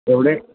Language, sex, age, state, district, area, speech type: Malayalam, male, 18-30, Kerala, Malappuram, rural, conversation